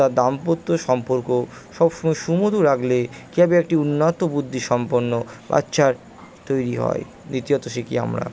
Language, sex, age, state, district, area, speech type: Bengali, female, 30-45, West Bengal, Purba Bardhaman, urban, spontaneous